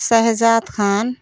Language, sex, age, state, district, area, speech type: Hindi, female, 45-60, Madhya Pradesh, Seoni, urban, spontaneous